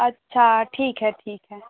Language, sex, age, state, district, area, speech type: Hindi, female, 18-30, Madhya Pradesh, Seoni, urban, conversation